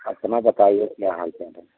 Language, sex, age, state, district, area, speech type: Hindi, male, 60+, Uttar Pradesh, Mau, rural, conversation